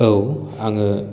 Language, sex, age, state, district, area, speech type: Bodo, male, 30-45, Assam, Baksa, urban, spontaneous